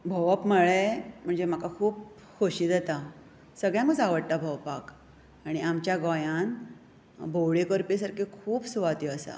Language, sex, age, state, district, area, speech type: Goan Konkani, female, 45-60, Goa, Bardez, rural, spontaneous